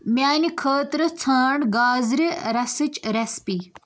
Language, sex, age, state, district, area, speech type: Kashmiri, female, 18-30, Jammu and Kashmir, Budgam, rural, read